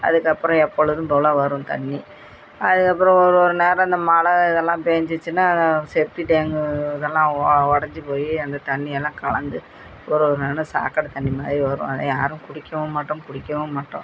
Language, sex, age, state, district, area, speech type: Tamil, female, 45-60, Tamil Nadu, Thanjavur, rural, spontaneous